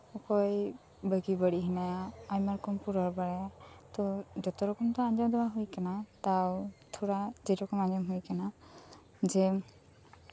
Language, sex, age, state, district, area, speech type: Santali, female, 18-30, West Bengal, Birbhum, rural, spontaneous